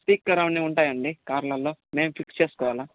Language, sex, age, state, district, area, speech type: Telugu, male, 30-45, Andhra Pradesh, Chittoor, rural, conversation